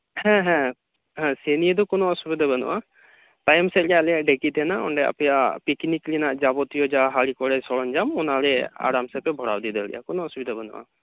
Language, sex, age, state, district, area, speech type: Santali, male, 18-30, West Bengal, Birbhum, rural, conversation